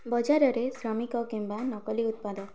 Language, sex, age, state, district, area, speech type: Odia, female, 18-30, Odisha, Malkangiri, urban, read